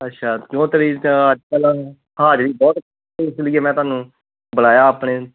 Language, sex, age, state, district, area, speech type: Punjabi, male, 30-45, Punjab, Tarn Taran, rural, conversation